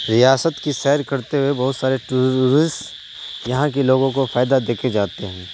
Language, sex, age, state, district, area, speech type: Urdu, male, 30-45, Bihar, Supaul, urban, spontaneous